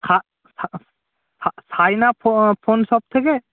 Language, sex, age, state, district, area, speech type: Bengali, male, 18-30, West Bengal, Jalpaiguri, rural, conversation